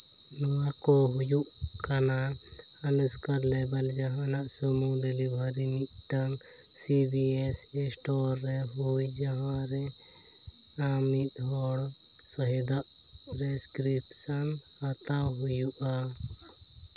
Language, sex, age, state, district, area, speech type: Santali, male, 30-45, Jharkhand, Seraikela Kharsawan, rural, read